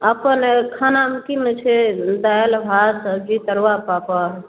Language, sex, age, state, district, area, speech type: Maithili, female, 30-45, Bihar, Darbhanga, rural, conversation